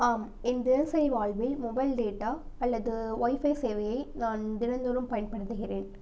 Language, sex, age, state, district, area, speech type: Tamil, female, 18-30, Tamil Nadu, Namakkal, rural, spontaneous